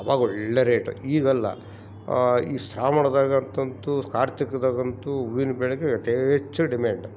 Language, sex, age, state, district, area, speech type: Kannada, male, 45-60, Karnataka, Bellary, rural, spontaneous